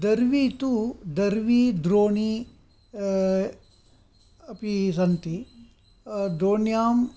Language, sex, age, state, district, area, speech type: Sanskrit, male, 60+, Karnataka, Mysore, urban, spontaneous